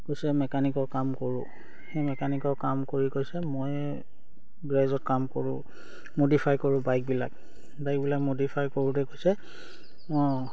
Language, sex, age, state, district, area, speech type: Assamese, male, 18-30, Assam, Charaideo, rural, spontaneous